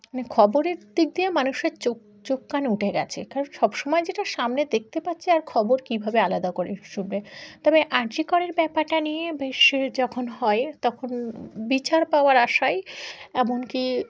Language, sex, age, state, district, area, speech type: Bengali, female, 18-30, West Bengal, Dakshin Dinajpur, urban, spontaneous